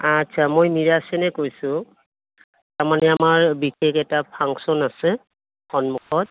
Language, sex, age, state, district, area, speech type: Assamese, female, 45-60, Assam, Goalpara, urban, conversation